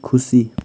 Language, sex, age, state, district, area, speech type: Nepali, male, 18-30, West Bengal, Kalimpong, rural, read